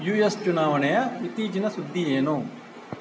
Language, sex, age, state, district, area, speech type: Kannada, male, 45-60, Karnataka, Udupi, rural, read